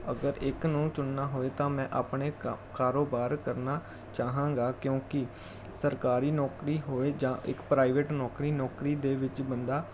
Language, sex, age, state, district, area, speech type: Punjabi, male, 30-45, Punjab, Jalandhar, urban, spontaneous